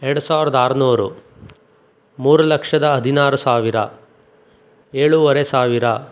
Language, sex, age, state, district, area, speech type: Kannada, male, 45-60, Karnataka, Chikkaballapur, urban, spontaneous